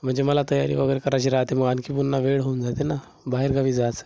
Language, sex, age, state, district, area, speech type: Marathi, male, 18-30, Maharashtra, Gadchiroli, rural, spontaneous